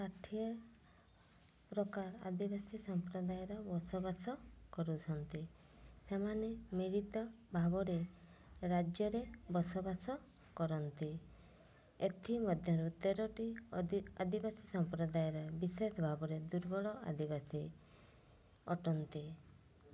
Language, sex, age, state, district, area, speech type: Odia, female, 30-45, Odisha, Mayurbhanj, rural, spontaneous